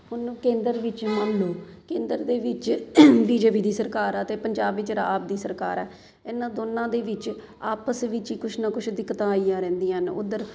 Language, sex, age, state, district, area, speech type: Punjabi, female, 30-45, Punjab, Ludhiana, urban, spontaneous